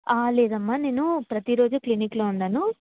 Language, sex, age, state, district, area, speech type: Telugu, female, 18-30, Telangana, Karimnagar, urban, conversation